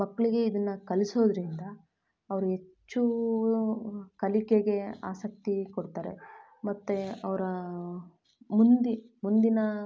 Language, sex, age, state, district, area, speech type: Kannada, female, 18-30, Karnataka, Chitradurga, rural, spontaneous